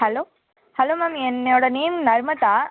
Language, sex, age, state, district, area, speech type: Tamil, female, 30-45, Tamil Nadu, Mayiladuthurai, urban, conversation